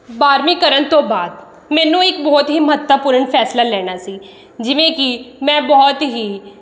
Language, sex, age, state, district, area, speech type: Punjabi, female, 30-45, Punjab, Mohali, rural, spontaneous